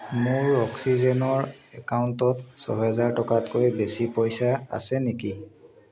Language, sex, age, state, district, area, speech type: Assamese, male, 30-45, Assam, Biswanath, rural, read